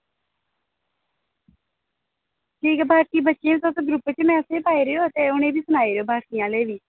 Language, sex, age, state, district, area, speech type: Dogri, female, 18-30, Jammu and Kashmir, Samba, rural, conversation